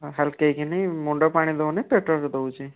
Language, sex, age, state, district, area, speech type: Odia, male, 18-30, Odisha, Kendrapara, urban, conversation